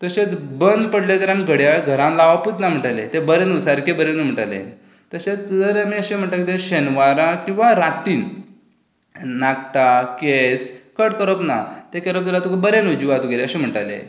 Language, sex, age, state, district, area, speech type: Goan Konkani, male, 18-30, Goa, Canacona, rural, spontaneous